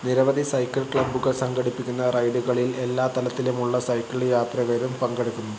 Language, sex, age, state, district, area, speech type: Malayalam, male, 18-30, Kerala, Wayanad, rural, read